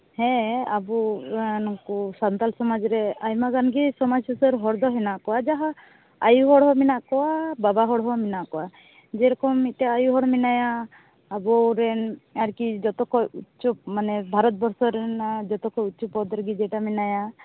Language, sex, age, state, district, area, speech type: Santali, female, 18-30, West Bengal, Uttar Dinajpur, rural, conversation